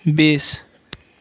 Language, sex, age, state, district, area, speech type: Assamese, male, 30-45, Assam, Biswanath, rural, spontaneous